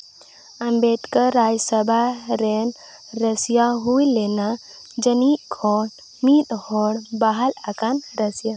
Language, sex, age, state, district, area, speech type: Santali, female, 18-30, Jharkhand, Seraikela Kharsawan, rural, read